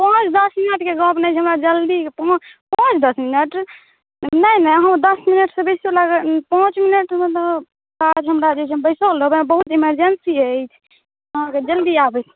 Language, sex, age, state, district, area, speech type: Maithili, female, 18-30, Bihar, Saharsa, rural, conversation